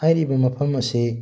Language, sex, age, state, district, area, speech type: Manipuri, male, 30-45, Manipur, Tengnoupal, urban, spontaneous